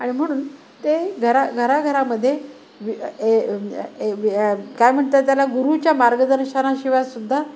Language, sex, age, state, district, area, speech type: Marathi, female, 60+, Maharashtra, Nanded, urban, spontaneous